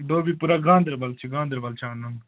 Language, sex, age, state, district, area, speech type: Kashmiri, male, 30-45, Jammu and Kashmir, Ganderbal, rural, conversation